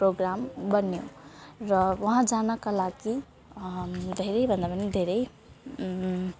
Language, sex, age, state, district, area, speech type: Nepali, female, 18-30, West Bengal, Jalpaiguri, rural, spontaneous